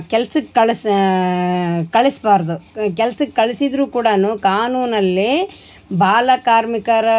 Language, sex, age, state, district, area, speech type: Kannada, female, 45-60, Karnataka, Vijayanagara, rural, spontaneous